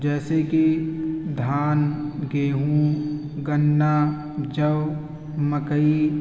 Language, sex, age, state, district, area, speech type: Urdu, male, 18-30, Uttar Pradesh, Siddharthnagar, rural, spontaneous